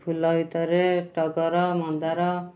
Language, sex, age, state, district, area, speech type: Odia, male, 18-30, Odisha, Kendujhar, urban, spontaneous